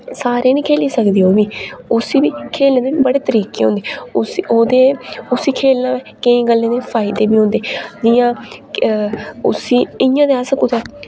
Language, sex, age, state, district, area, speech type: Dogri, female, 18-30, Jammu and Kashmir, Reasi, rural, spontaneous